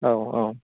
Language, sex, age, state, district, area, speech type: Bodo, male, 18-30, Assam, Kokrajhar, rural, conversation